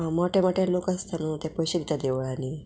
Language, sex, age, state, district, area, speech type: Goan Konkani, female, 45-60, Goa, Murmgao, urban, spontaneous